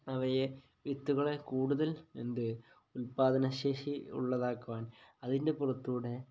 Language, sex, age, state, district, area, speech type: Malayalam, male, 30-45, Kerala, Kozhikode, rural, spontaneous